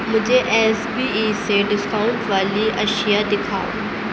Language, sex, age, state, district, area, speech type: Urdu, female, 18-30, Uttar Pradesh, Aligarh, urban, read